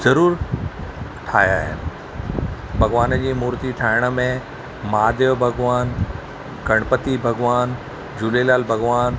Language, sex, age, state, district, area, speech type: Sindhi, male, 45-60, Maharashtra, Thane, urban, spontaneous